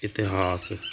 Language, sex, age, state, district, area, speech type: Punjabi, male, 45-60, Punjab, Hoshiarpur, urban, spontaneous